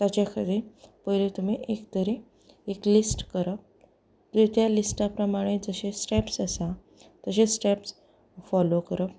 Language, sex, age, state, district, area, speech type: Goan Konkani, female, 18-30, Goa, Canacona, rural, spontaneous